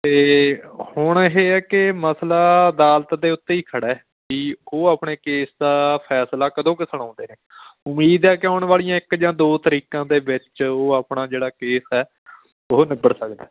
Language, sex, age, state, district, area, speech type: Punjabi, male, 30-45, Punjab, Patiala, rural, conversation